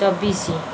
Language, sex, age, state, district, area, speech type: Odia, female, 45-60, Odisha, Sundergarh, urban, spontaneous